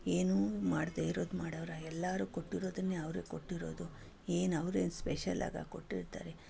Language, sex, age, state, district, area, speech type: Kannada, female, 45-60, Karnataka, Bangalore Urban, urban, spontaneous